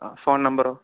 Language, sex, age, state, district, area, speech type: Malayalam, male, 30-45, Kerala, Palakkad, rural, conversation